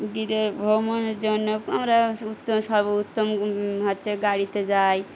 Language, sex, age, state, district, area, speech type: Bengali, female, 45-60, West Bengal, Birbhum, urban, spontaneous